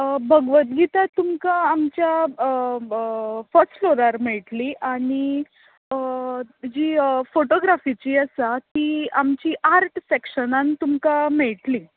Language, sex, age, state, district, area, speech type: Goan Konkani, female, 18-30, Goa, Tiswadi, rural, conversation